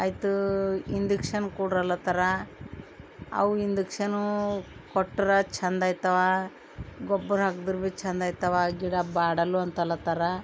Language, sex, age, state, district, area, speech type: Kannada, female, 45-60, Karnataka, Bidar, urban, spontaneous